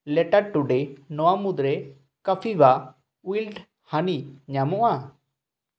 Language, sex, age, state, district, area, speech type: Santali, male, 18-30, West Bengal, Bankura, rural, read